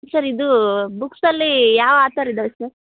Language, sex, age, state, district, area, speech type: Kannada, female, 18-30, Karnataka, Koppal, rural, conversation